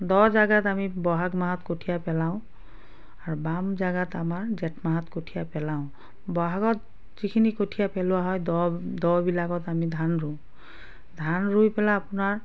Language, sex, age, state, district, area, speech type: Assamese, female, 45-60, Assam, Biswanath, rural, spontaneous